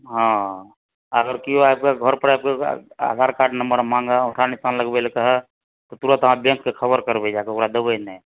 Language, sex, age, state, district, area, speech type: Maithili, female, 30-45, Bihar, Supaul, rural, conversation